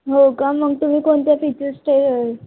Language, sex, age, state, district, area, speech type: Marathi, female, 18-30, Maharashtra, Wardha, rural, conversation